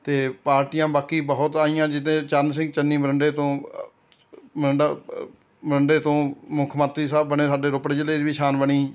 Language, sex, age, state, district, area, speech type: Punjabi, male, 60+, Punjab, Rupnagar, rural, spontaneous